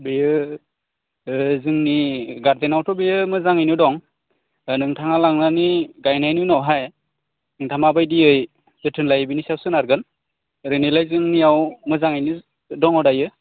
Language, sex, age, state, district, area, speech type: Bodo, male, 30-45, Assam, Udalguri, rural, conversation